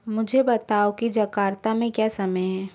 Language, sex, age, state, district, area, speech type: Hindi, female, 45-60, Madhya Pradesh, Bhopal, urban, read